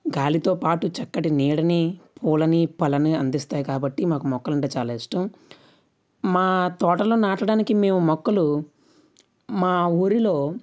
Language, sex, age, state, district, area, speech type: Telugu, male, 45-60, Andhra Pradesh, West Godavari, rural, spontaneous